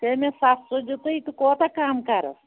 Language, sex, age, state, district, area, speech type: Kashmiri, female, 45-60, Jammu and Kashmir, Anantnag, rural, conversation